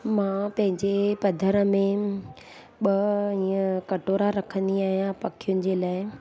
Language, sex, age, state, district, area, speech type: Sindhi, female, 30-45, Gujarat, Surat, urban, spontaneous